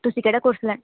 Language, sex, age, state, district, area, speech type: Punjabi, female, 18-30, Punjab, Bathinda, rural, conversation